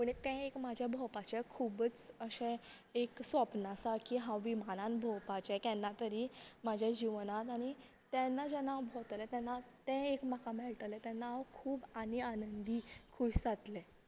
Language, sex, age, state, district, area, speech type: Goan Konkani, female, 18-30, Goa, Canacona, rural, spontaneous